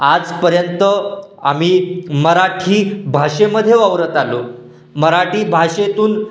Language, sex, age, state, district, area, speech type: Marathi, male, 18-30, Maharashtra, Satara, urban, spontaneous